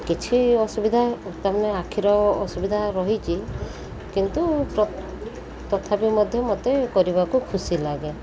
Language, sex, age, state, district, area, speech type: Odia, female, 30-45, Odisha, Sundergarh, urban, spontaneous